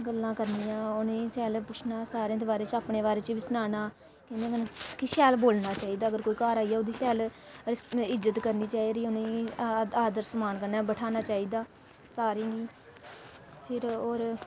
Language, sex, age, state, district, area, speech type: Dogri, female, 18-30, Jammu and Kashmir, Samba, rural, spontaneous